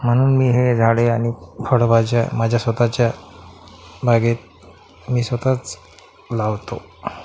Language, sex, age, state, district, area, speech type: Marathi, male, 45-60, Maharashtra, Akola, urban, spontaneous